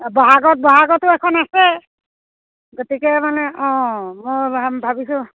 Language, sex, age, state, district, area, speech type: Assamese, female, 45-60, Assam, Dibrugarh, urban, conversation